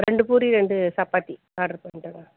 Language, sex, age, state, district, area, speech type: Tamil, female, 60+, Tamil Nadu, Chengalpattu, rural, conversation